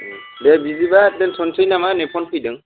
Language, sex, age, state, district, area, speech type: Bodo, male, 30-45, Assam, Kokrajhar, rural, conversation